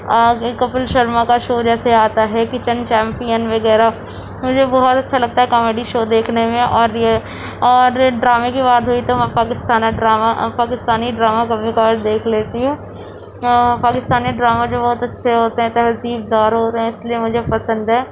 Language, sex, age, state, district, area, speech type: Urdu, female, 18-30, Uttar Pradesh, Gautam Buddha Nagar, urban, spontaneous